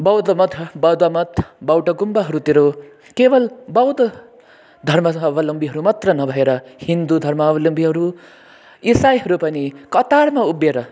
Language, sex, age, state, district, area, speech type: Nepali, male, 18-30, West Bengal, Kalimpong, rural, spontaneous